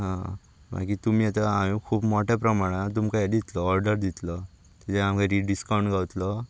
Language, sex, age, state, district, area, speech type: Goan Konkani, male, 18-30, Goa, Ponda, rural, spontaneous